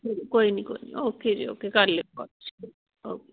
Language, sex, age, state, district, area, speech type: Punjabi, female, 45-60, Punjab, Amritsar, urban, conversation